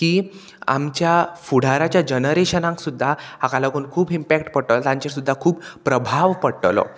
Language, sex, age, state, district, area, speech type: Goan Konkani, male, 18-30, Goa, Murmgao, rural, spontaneous